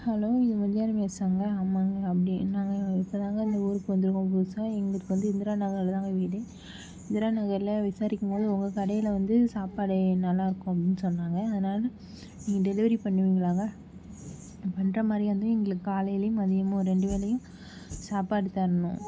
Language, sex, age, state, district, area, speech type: Tamil, female, 60+, Tamil Nadu, Cuddalore, rural, spontaneous